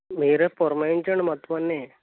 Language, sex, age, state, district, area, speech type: Telugu, male, 60+, Andhra Pradesh, Eluru, rural, conversation